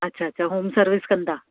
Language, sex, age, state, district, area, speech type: Sindhi, female, 30-45, Uttar Pradesh, Lucknow, urban, conversation